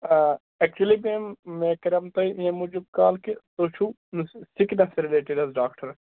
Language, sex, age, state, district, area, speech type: Kashmiri, male, 18-30, Jammu and Kashmir, Budgam, rural, conversation